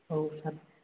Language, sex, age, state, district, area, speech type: Bodo, male, 18-30, Assam, Kokrajhar, rural, conversation